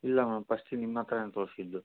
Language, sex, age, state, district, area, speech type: Kannada, male, 30-45, Karnataka, Davanagere, rural, conversation